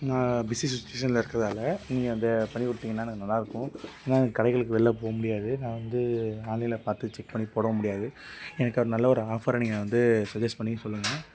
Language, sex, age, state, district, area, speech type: Tamil, male, 18-30, Tamil Nadu, Tiruppur, rural, spontaneous